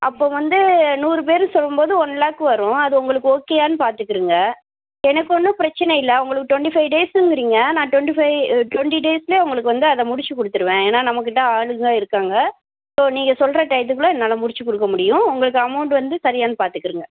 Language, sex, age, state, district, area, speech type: Tamil, female, 30-45, Tamil Nadu, Sivaganga, rural, conversation